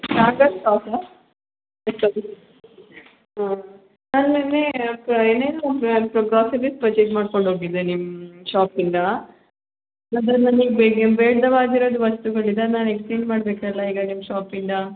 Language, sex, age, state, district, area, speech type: Kannada, female, 18-30, Karnataka, Hassan, rural, conversation